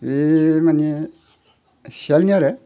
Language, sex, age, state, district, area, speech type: Bodo, male, 60+, Assam, Udalguri, rural, spontaneous